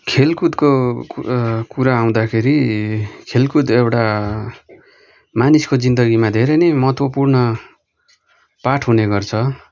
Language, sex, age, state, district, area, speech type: Nepali, male, 18-30, West Bengal, Darjeeling, rural, spontaneous